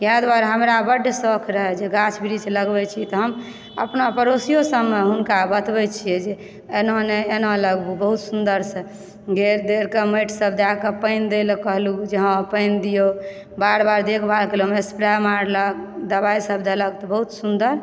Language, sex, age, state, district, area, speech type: Maithili, female, 30-45, Bihar, Supaul, rural, spontaneous